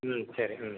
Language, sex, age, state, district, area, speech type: Tamil, male, 30-45, Tamil Nadu, Salem, rural, conversation